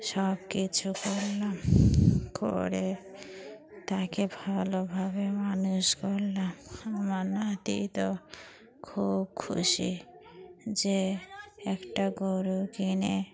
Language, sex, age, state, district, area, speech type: Bengali, female, 45-60, West Bengal, Dakshin Dinajpur, urban, spontaneous